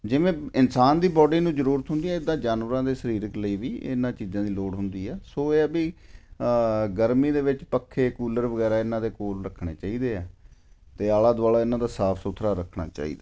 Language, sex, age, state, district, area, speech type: Punjabi, male, 45-60, Punjab, Ludhiana, urban, spontaneous